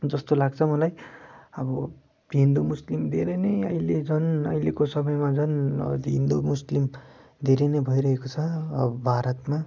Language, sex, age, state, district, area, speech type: Nepali, male, 45-60, West Bengal, Darjeeling, rural, spontaneous